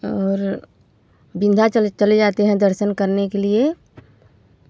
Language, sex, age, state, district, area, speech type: Hindi, female, 18-30, Uttar Pradesh, Varanasi, rural, spontaneous